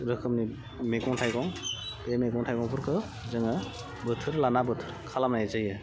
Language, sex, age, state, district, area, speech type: Bodo, female, 30-45, Assam, Udalguri, urban, spontaneous